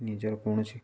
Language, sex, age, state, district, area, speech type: Odia, male, 18-30, Odisha, Kendujhar, urban, spontaneous